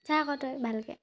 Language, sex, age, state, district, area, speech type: Assamese, female, 18-30, Assam, Charaideo, urban, spontaneous